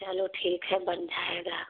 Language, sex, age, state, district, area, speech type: Hindi, female, 45-60, Uttar Pradesh, Prayagraj, rural, conversation